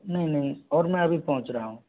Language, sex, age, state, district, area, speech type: Hindi, male, 18-30, Rajasthan, Karauli, rural, conversation